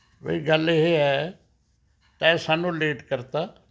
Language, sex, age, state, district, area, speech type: Punjabi, male, 60+, Punjab, Rupnagar, urban, spontaneous